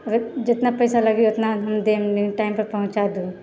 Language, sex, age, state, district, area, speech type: Maithili, female, 18-30, Bihar, Sitamarhi, rural, spontaneous